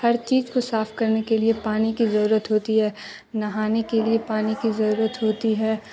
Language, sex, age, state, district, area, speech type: Urdu, female, 30-45, Bihar, Darbhanga, rural, spontaneous